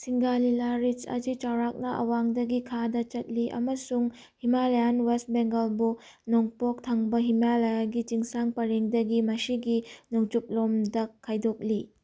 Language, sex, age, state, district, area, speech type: Manipuri, female, 18-30, Manipur, Churachandpur, rural, read